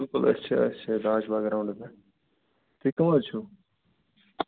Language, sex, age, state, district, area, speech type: Kashmiri, male, 30-45, Jammu and Kashmir, Srinagar, urban, conversation